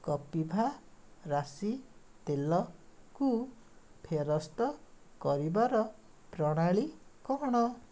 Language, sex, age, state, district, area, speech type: Odia, male, 18-30, Odisha, Bhadrak, rural, read